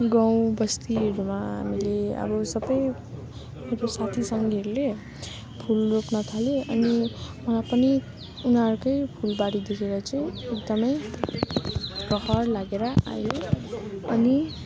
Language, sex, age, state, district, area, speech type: Nepali, female, 30-45, West Bengal, Darjeeling, rural, spontaneous